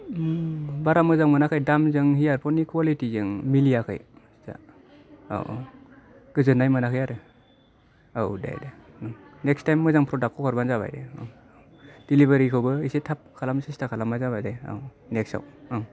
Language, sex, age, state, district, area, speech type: Bodo, male, 30-45, Assam, Kokrajhar, rural, spontaneous